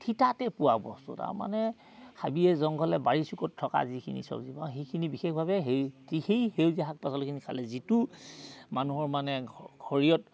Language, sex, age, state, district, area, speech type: Assamese, male, 45-60, Assam, Dhemaji, urban, spontaneous